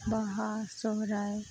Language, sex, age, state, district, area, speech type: Santali, female, 30-45, Jharkhand, East Singhbhum, rural, spontaneous